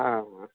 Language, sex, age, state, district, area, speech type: Maithili, male, 45-60, Bihar, Madhubani, rural, conversation